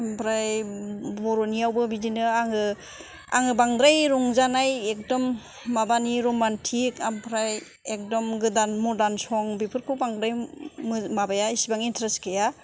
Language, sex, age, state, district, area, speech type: Bodo, female, 45-60, Assam, Kokrajhar, urban, spontaneous